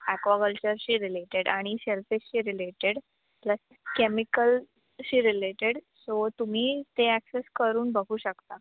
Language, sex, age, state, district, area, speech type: Marathi, female, 18-30, Maharashtra, Mumbai Suburban, urban, conversation